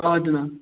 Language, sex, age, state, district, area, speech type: Kashmiri, male, 18-30, Jammu and Kashmir, Budgam, rural, conversation